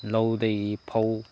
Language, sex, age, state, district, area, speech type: Manipuri, male, 30-45, Manipur, Chandel, rural, spontaneous